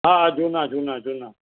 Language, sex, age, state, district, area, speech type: Sindhi, male, 45-60, Maharashtra, Thane, urban, conversation